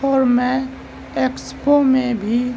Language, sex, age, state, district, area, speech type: Urdu, male, 18-30, Uttar Pradesh, Gautam Buddha Nagar, urban, spontaneous